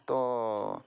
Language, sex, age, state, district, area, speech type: Odia, male, 30-45, Odisha, Mayurbhanj, rural, spontaneous